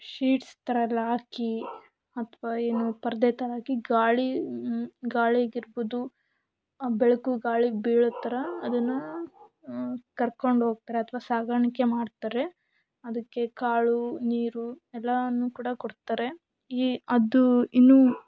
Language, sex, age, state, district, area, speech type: Kannada, female, 18-30, Karnataka, Davanagere, urban, spontaneous